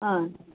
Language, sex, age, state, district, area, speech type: Assamese, female, 45-60, Assam, Majuli, urban, conversation